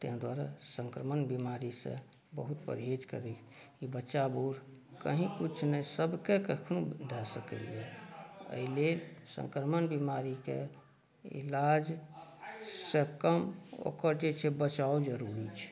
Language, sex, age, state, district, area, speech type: Maithili, male, 60+, Bihar, Saharsa, urban, spontaneous